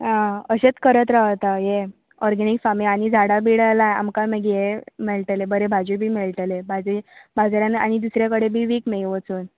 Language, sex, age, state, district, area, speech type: Goan Konkani, female, 18-30, Goa, Bardez, urban, conversation